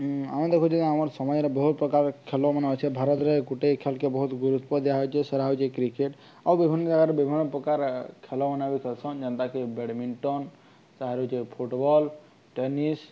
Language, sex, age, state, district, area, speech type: Odia, male, 18-30, Odisha, Subarnapur, rural, spontaneous